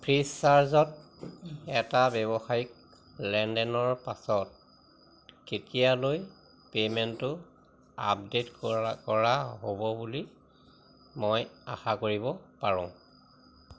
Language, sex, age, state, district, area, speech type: Assamese, male, 45-60, Assam, Majuli, rural, read